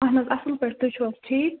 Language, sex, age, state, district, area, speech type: Kashmiri, female, 18-30, Jammu and Kashmir, Ganderbal, rural, conversation